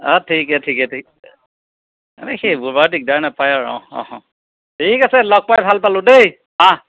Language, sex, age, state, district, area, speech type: Assamese, male, 45-60, Assam, Golaghat, urban, conversation